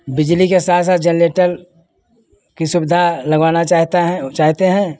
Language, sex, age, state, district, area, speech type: Hindi, male, 60+, Uttar Pradesh, Lucknow, rural, spontaneous